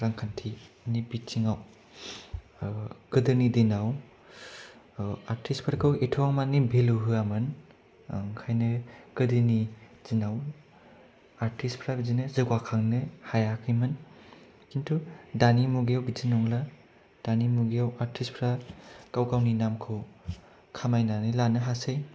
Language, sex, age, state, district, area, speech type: Bodo, male, 18-30, Assam, Kokrajhar, rural, spontaneous